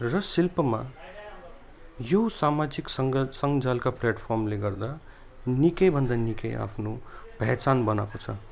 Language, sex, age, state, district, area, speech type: Nepali, male, 30-45, West Bengal, Alipurduar, urban, spontaneous